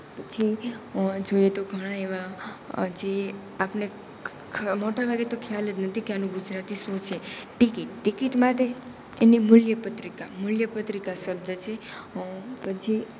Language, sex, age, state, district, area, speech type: Gujarati, female, 18-30, Gujarat, Rajkot, rural, spontaneous